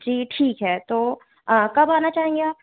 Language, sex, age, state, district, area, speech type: Hindi, female, 18-30, Madhya Pradesh, Chhindwara, urban, conversation